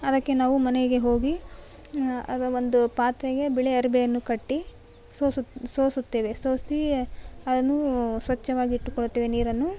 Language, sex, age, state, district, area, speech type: Kannada, female, 18-30, Karnataka, Koppal, urban, spontaneous